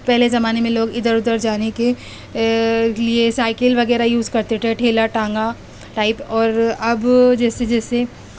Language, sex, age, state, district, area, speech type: Urdu, female, 30-45, Delhi, East Delhi, urban, spontaneous